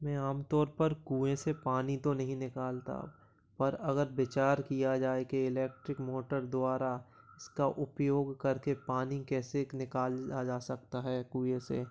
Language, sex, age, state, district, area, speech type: Hindi, male, 18-30, Madhya Pradesh, Gwalior, urban, spontaneous